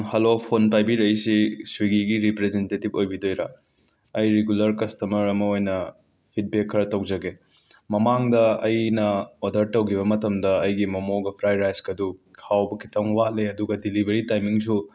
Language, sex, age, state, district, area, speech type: Manipuri, male, 18-30, Manipur, Imphal West, rural, spontaneous